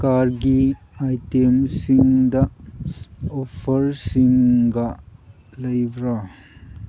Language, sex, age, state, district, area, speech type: Manipuri, male, 30-45, Manipur, Kangpokpi, urban, read